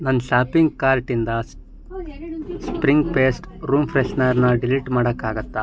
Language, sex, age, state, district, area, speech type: Kannada, male, 60+, Karnataka, Bangalore Rural, rural, read